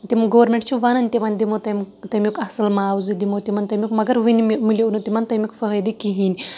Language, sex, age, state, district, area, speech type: Kashmiri, female, 30-45, Jammu and Kashmir, Shopian, urban, spontaneous